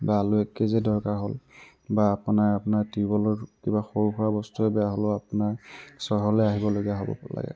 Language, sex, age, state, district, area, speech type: Assamese, male, 18-30, Assam, Tinsukia, urban, spontaneous